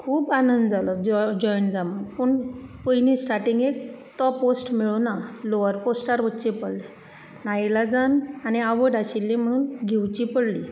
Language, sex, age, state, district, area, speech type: Goan Konkani, female, 45-60, Goa, Bardez, urban, spontaneous